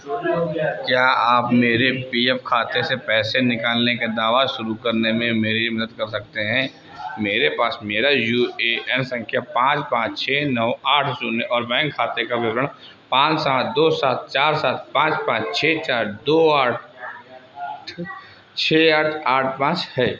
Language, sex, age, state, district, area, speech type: Hindi, male, 45-60, Uttar Pradesh, Sitapur, rural, read